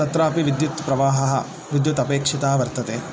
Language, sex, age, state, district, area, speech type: Sanskrit, male, 30-45, Karnataka, Davanagere, urban, spontaneous